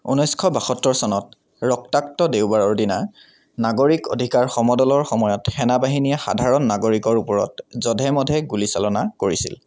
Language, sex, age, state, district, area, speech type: Assamese, male, 18-30, Assam, Kamrup Metropolitan, urban, read